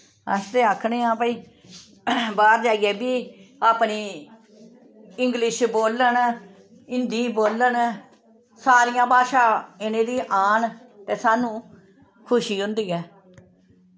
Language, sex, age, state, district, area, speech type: Dogri, female, 45-60, Jammu and Kashmir, Samba, urban, spontaneous